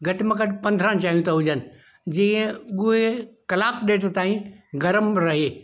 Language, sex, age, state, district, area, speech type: Sindhi, male, 60+, Madhya Pradesh, Indore, urban, spontaneous